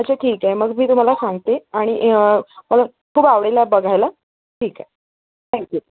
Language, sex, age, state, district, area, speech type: Marathi, female, 30-45, Maharashtra, Wardha, urban, conversation